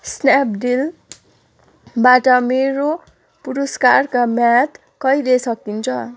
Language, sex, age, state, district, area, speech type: Nepali, female, 18-30, West Bengal, Kalimpong, rural, read